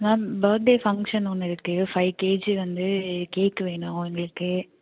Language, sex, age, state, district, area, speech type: Tamil, female, 18-30, Tamil Nadu, Thanjavur, rural, conversation